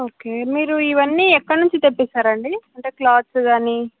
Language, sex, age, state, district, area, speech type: Telugu, female, 18-30, Andhra Pradesh, Sri Satya Sai, urban, conversation